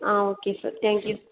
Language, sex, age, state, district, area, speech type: Tamil, female, 18-30, Tamil Nadu, Chengalpattu, urban, conversation